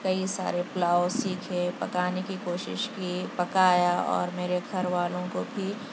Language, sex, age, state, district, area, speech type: Urdu, female, 30-45, Telangana, Hyderabad, urban, spontaneous